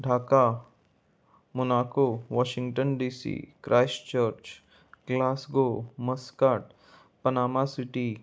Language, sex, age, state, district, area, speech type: Goan Konkani, male, 18-30, Goa, Salcete, urban, spontaneous